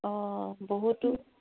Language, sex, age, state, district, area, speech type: Assamese, female, 45-60, Assam, Dibrugarh, rural, conversation